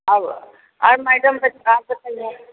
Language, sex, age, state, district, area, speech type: Hindi, female, 60+, Uttar Pradesh, Varanasi, rural, conversation